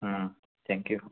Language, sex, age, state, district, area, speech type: Manipuri, male, 18-30, Manipur, Thoubal, rural, conversation